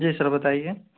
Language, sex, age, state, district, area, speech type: Urdu, male, 18-30, Uttar Pradesh, Ghaziabad, urban, conversation